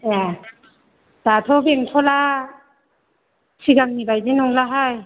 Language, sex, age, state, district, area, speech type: Bodo, female, 45-60, Assam, Chirang, rural, conversation